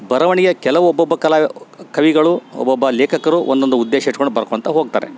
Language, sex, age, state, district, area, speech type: Kannada, male, 60+, Karnataka, Bellary, rural, spontaneous